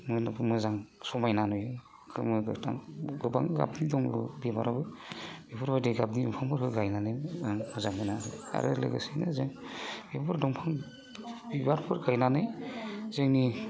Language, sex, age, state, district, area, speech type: Bodo, male, 45-60, Assam, Udalguri, rural, spontaneous